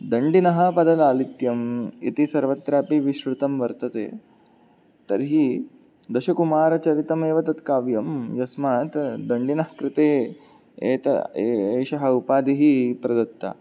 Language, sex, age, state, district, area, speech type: Sanskrit, male, 18-30, Maharashtra, Mumbai City, urban, spontaneous